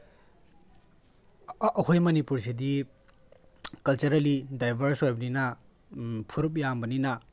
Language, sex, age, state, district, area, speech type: Manipuri, male, 18-30, Manipur, Tengnoupal, rural, spontaneous